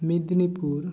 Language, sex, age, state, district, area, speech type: Santali, male, 18-30, West Bengal, Bankura, rural, spontaneous